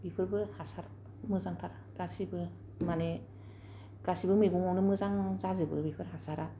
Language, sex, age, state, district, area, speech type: Bodo, female, 45-60, Assam, Kokrajhar, urban, spontaneous